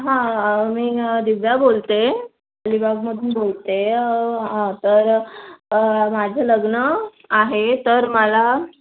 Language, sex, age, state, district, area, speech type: Marathi, female, 18-30, Maharashtra, Raigad, rural, conversation